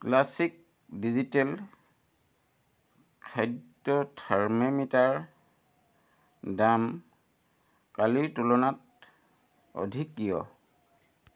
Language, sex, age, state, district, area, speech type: Assamese, male, 60+, Assam, Dhemaji, rural, read